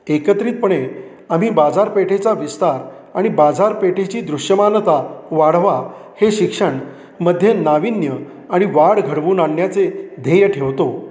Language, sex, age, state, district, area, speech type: Marathi, male, 45-60, Maharashtra, Satara, rural, read